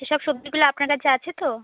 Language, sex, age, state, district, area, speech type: Bengali, female, 30-45, West Bengal, South 24 Parganas, rural, conversation